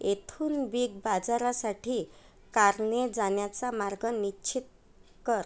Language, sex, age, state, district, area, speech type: Marathi, female, 30-45, Maharashtra, Amravati, urban, read